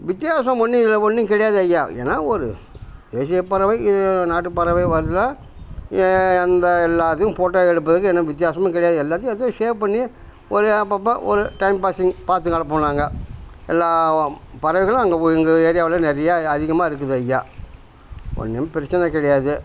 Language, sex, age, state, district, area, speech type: Tamil, male, 45-60, Tamil Nadu, Kallakurichi, rural, spontaneous